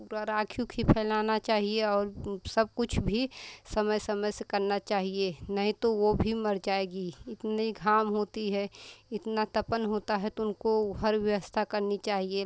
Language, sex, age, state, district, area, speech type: Hindi, female, 30-45, Uttar Pradesh, Pratapgarh, rural, spontaneous